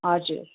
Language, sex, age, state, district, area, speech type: Nepali, female, 45-60, West Bengal, Darjeeling, rural, conversation